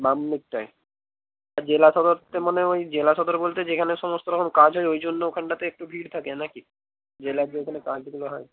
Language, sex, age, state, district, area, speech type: Bengali, male, 18-30, West Bengal, North 24 Parganas, rural, conversation